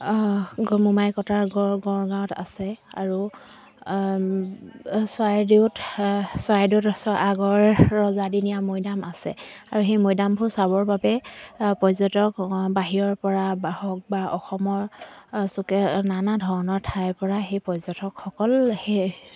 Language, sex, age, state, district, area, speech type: Assamese, female, 30-45, Assam, Dibrugarh, rural, spontaneous